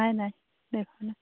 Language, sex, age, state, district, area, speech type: Assamese, female, 30-45, Assam, Nalbari, rural, conversation